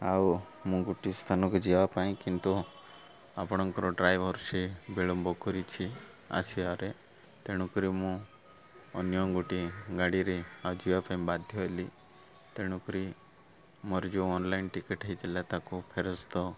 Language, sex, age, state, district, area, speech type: Odia, male, 30-45, Odisha, Koraput, urban, spontaneous